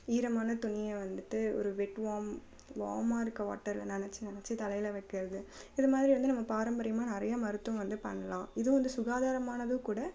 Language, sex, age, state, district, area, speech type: Tamil, female, 18-30, Tamil Nadu, Cuddalore, urban, spontaneous